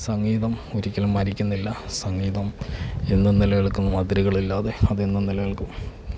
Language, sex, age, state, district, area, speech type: Malayalam, male, 45-60, Kerala, Alappuzha, rural, spontaneous